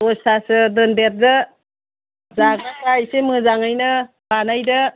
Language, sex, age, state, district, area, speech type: Bodo, female, 60+, Assam, Chirang, rural, conversation